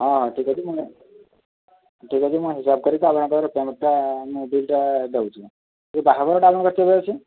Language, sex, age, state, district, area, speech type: Odia, male, 30-45, Odisha, Mayurbhanj, rural, conversation